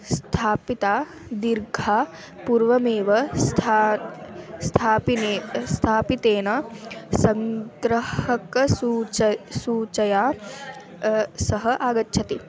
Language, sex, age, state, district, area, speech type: Sanskrit, female, 18-30, Andhra Pradesh, Eluru, rural, spontaneous